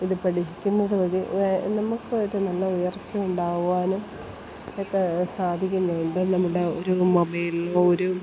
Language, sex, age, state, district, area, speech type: Malayalam, female, 30-45, Kerala, Kollam, rural, spontaneous